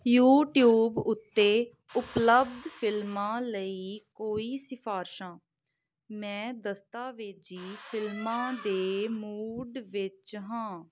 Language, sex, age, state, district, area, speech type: Punjabi, female, 18-30, Punjab, Muktsar, urban, read